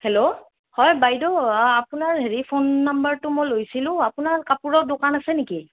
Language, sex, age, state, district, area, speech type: Assamese, female, 30-45, Assam, Morigaon, rural, conversation